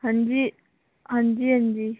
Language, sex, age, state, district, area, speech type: Hindi, male, 45-60, Rajasthan, Jaipur, urban, conversation